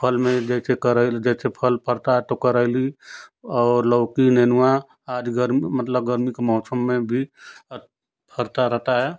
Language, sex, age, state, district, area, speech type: Hindi, male, 45-60, Uttar Pradesh, Ghazipur, rural, spontaneous